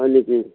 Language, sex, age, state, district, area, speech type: Assamese, male, 60+, Assam, Darrang, rural, conversation